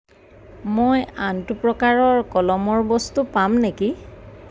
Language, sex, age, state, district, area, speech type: Assamese, female, 45-60, Assam, Lakhimpur, rural, read